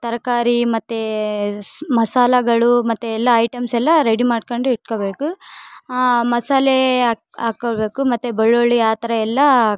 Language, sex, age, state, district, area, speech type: Kannada, female, 18-30, Karnataka, Vijayanagara, rural, spontaneous